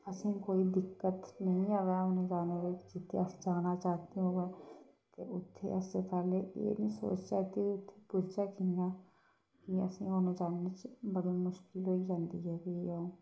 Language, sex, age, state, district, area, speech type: Dogri, female, 30-45, Jammu and Kashmir, Reasi, rural, spontaneous